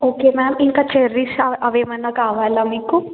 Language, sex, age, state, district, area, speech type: Telugu, female, 18-30, Telangana, Ranga Reddy, urban, conversation